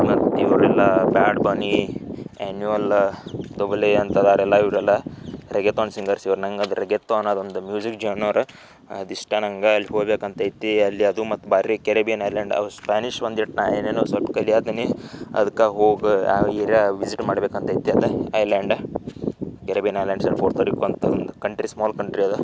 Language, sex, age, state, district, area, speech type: Kannada, male, 18-30, Karnataka, Dharwad, urban, spontaneous